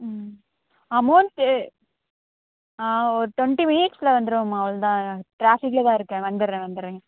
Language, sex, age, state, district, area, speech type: Tamil, female, 18-30, Tamil Nadu, Krishnagiri, rural, conversation